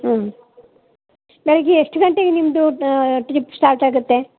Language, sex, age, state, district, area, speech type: Kannada, female, 60+, Karnataka, Dakshina Kannada, rural, conversation